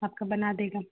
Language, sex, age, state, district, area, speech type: Hindi, female, 18-30, Uttar Pradesh, Chandauli, rural, conversation